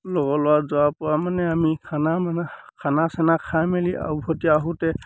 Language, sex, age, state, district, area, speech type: Assamese, male, 18-30, Assam, Sivasagar, rural, spontaneous